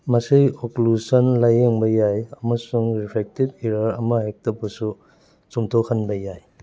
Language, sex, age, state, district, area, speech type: Manipuri, male, 30-45, Manipur, Churachandpur, rural, read